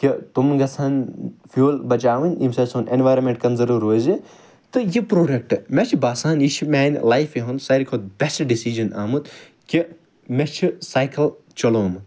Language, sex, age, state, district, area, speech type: Kashmiri, male, 45-60, Jammu and Kashmir, Ganderbal, urban, spontaneous